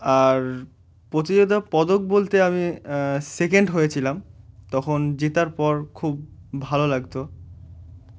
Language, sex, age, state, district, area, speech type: Bengali, male, 18-30, West Bengal, Murshidabad, urban, spontaneous